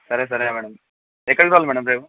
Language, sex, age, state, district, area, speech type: Telugu, male, 18-30, Andhra Pradesh, Anantapur, urban, conversation